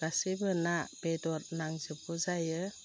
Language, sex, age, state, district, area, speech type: Bodo, female, 60+, Assam, Chirang, rural, spontaneous